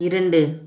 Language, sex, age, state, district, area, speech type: Tamil, female, 30-45, Tamil Nadu, Madurai, urban, read